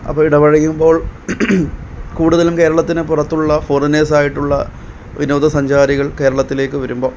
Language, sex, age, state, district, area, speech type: Malayalam, male, 18-30, Kerala, Pathanamthitta, urban, spontaneous